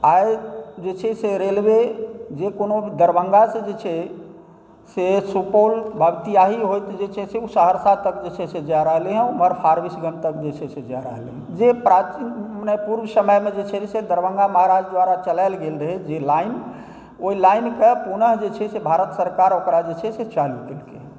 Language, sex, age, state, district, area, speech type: Maithili, male, 45-60, Bihar, Supaul, rural, spontaneous